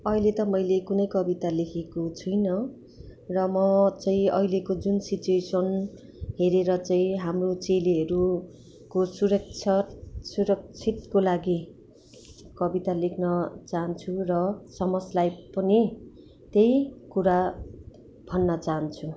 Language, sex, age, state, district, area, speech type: Nepali, female, 30-45, West Bengal, Darjeeling, rural, spontaneous